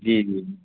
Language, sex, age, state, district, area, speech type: Urdu, male, 18-30, Uttar Pradesh, Azamgarh, rural, conversation